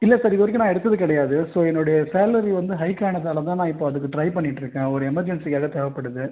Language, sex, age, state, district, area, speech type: Tamil, male, 30-45, Tamil Nadu, Viluppuram, rural, conversation